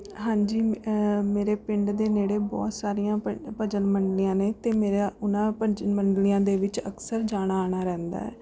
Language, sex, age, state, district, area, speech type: Punjabi, female, 30-45, Punjab, Rupnagar, urban, spontaneous